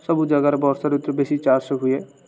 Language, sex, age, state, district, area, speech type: Odia, male, 18-30, Odisha, Malkangiri, urban, spontaneous